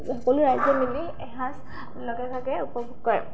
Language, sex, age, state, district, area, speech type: Assamese, female, 18-30, Assam, Sivasagar, rural, spontaneous